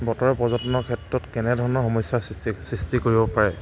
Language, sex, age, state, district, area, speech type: Assamese, male, 30-45, Assam, Charaideo, rural, spontaneous